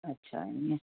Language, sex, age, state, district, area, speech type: Sindhi, female, 60+, Gujarat, Kutch, rural, conversation